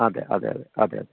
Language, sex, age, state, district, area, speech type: Malayalam, male, 45-60, Kerala, Kottayam, urban, conversation